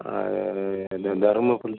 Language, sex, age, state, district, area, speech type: Tamil, male, 45-60, Tamil Nadu, Dharmapuri, rural, conversation